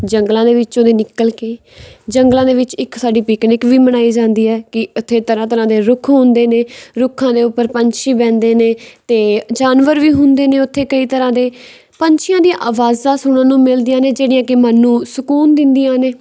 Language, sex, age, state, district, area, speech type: Punjabi, female, 18-30, Punjab, Patiala, rural, spontaneous